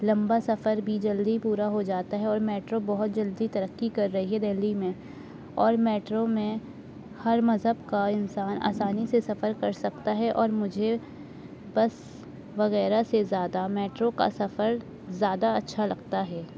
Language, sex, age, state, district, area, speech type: Urdu, female, 18-30, Delhi, North East Delhi, urban, spontaneous